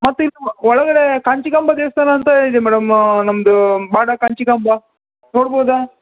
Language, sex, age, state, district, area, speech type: Kannada, male, 30-45, Karnataka, Uttara Kannada, rural, conversation